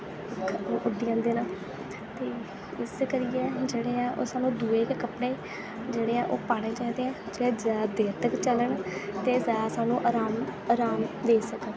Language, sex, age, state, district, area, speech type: Dogri, female, 18-30, Jammu and Kashmir, Kathua, rural, spontaneous